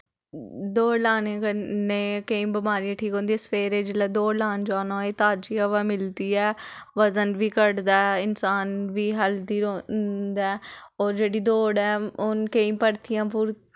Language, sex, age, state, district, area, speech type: Dogri, female, 18-30, Jammu and Kashmir, Samba, urban, spontaneous